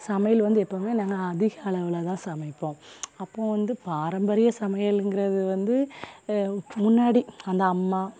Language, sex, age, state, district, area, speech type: Tamil, female, 18-30, Tamil Nadu, Thoothukudi, rural, spontaneous